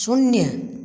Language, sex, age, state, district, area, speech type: Hindi, female, 45-60, Bihar, Samastipur, rural, read